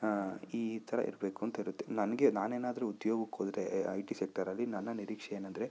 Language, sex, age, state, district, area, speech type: Kannada, male, 18-30, Karnataka, Chikkaballapur, urban, spontaneous